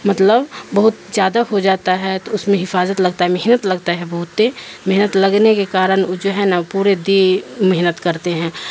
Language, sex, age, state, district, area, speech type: Urdu, female, 45-60, Bihar, Darbhanga, rural, spontaneous